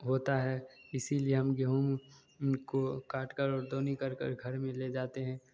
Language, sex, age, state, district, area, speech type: Hindi, male, 18-30, Bihar, Begusarai, rural, spontaneous